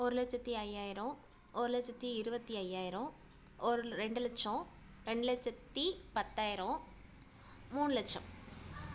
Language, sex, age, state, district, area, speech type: Tamil, female, 30-45, Tamil Nadu, Nagapattinam, rural, spontaneous